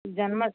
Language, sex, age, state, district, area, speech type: Odia, female, 45-60, Odisha, Angul, rural, conversation